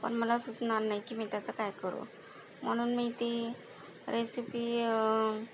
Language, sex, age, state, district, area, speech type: Marathi, female, 18-30, Maharashtra, Akola, rural, spontaneous